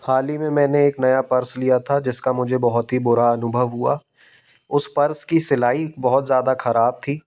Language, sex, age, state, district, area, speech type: Hindi, male, 30-45, Madhya Pradesh, Jabalpur, urban, spontaneous